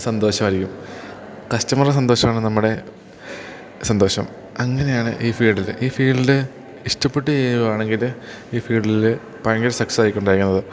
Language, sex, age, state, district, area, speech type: Malayalam, male, 18-30, Kerala, Idukki, rural, spontaneous